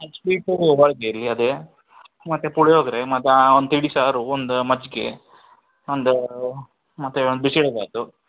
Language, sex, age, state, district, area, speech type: Kannada, male, 60+, Karnataka, Bangalore Urban, urban, conversation